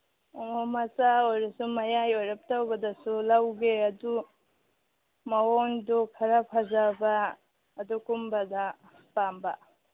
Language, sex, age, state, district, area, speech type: Manipuri, female, 30-45, Manipur, Churachandpur, rural, conversation